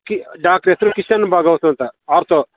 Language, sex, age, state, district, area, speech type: Kannada, male, 60+, Karnataka, Shimoga, rural, conversation